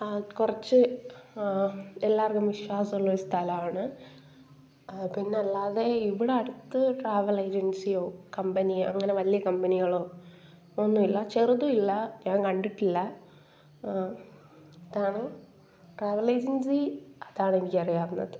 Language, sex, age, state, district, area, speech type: Malayalam, female, 18-30, Kerala, Kollam, rural, spontaneous